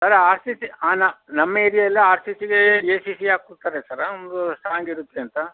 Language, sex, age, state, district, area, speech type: Kannada, male, 60+, Karnataka, Kodagu, rural, conversation